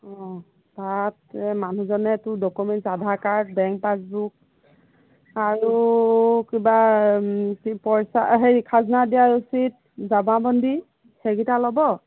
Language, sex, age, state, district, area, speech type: Assamese, female, 45-60, Assam, Golaghat, rural, conversation